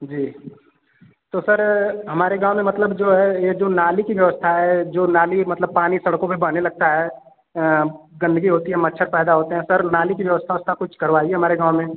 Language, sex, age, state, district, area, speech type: Hindi, male, 18-30, Uttar Pradesh, Azamgarh, rural, conversation